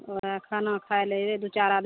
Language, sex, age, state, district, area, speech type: Maithili, female, 18-30, Bihar, Begusarai, rural, conversation